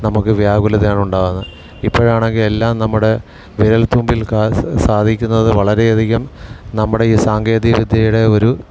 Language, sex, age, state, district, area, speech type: Malayalam, male, 60+, Kerala, Alappuzha, rural, spontaneous